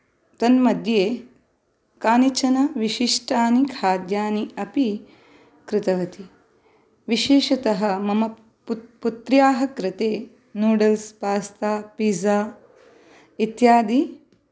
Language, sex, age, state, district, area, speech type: Sanskrit, female, 30-45, Karnataka, Udupi, urban, spontaneous